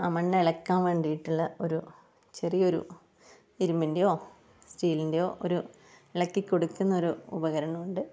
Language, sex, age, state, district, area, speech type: Malayalam, female, 30-45, Kerala, Kasaragod, rural, spontaneous